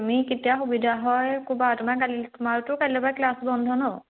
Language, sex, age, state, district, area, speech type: Assamese, female, 18-30, Assam, Majuli, urban, conversation